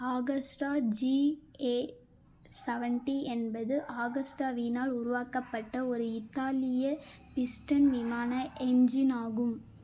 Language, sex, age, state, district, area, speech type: Tamil, female, 18-30, Tamil Nadu, Vellore, urban, read